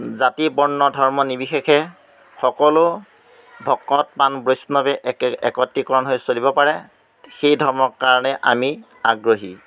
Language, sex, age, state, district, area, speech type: Assamese, male, 30-45, Assam, Majuli, urban, spontaneous